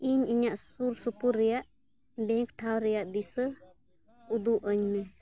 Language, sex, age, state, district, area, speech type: Santali, female, 30-45, Jharkhand, Bokaro, rural, read